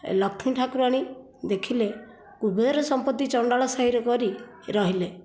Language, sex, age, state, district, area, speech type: Odia, female, 45-60, Odisha, Nayagarh, rural, spontaneous